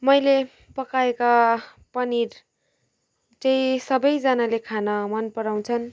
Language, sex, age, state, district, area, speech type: Nepali, female, 18-30, West Bengal, Kalimpong, rural, spontaneous